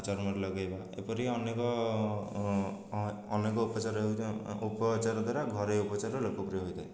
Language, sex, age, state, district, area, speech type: Odia, male, 18-30, Odisha, Khordha, rural, spontaneous